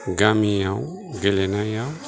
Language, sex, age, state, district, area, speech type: Bodo, male, 60+, Assam, Kokrajhar, rural, spontaneous